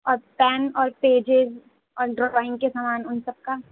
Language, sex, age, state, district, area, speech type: Urdu, female, 18-30, Delhi, North West Delhi, urban, conversation